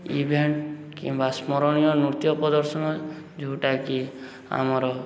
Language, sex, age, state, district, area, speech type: Odia, male, 18-30, Odisha, Subarnapur, urban, spontaneous